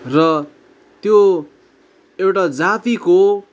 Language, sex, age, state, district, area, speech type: Nepali, male, 30-45, West Bengal, Kalimpong, rural, spontaneous